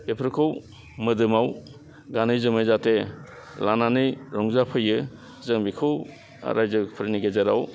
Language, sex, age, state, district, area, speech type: Bodo, male, 60+, Assam, Udalguri, urban, spontaneous